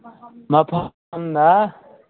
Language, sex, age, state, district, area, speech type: Manipuri, male, 18-30, Manipur, Senapati, rural, conversation